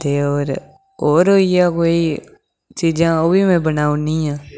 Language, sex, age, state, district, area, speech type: Dogri, female, 18-30, Jammu and Kashmir, Reasi, rural, spontaneous